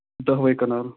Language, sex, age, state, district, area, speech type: Kashmiri, male, 30-45, Jammu and Kashmir, Anantnag, rural, conversation